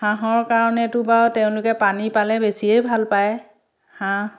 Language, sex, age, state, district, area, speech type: Assamese, female, 30-45, Assam, Dhemaji, urban, spontaneous